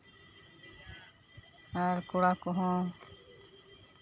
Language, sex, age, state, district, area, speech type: Santali, female, 45-60, West Bengal, Uttar Dinajpur, rural, spontaneous